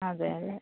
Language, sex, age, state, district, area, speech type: Malayalam, female, 30-45, Kerala, Kasaragod, rural, conversation